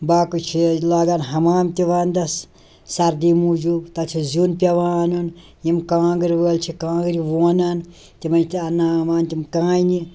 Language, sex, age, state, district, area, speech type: Kashmiri, female, 60+, Jammu and Kashmir, Srinagar, urban, spontaneous